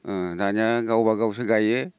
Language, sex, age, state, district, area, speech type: Bodo, male, 45-60, Assam, Baksa, urban, spontaneous